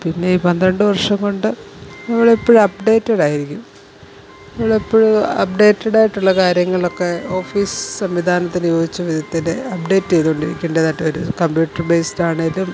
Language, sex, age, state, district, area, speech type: Malayalam, female, 45-60, Kerala, Alappuzha, rural, spontaneous